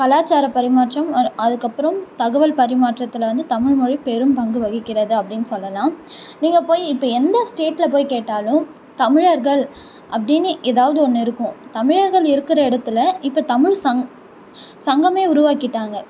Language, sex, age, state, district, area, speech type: Tamil, female, 18-30, Tamil Nadu, Tiruvannamalai, urban, spontaneous